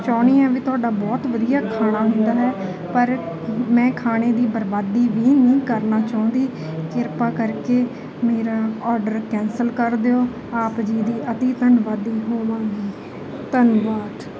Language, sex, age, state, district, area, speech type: Punjabi, female, 30-45, Punjab, Bathinda, rural, spontaneous